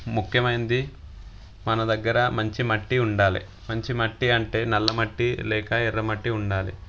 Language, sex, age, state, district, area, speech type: Telugu, male, 18-30, Telangana, Sangareddy, rural, spontaneous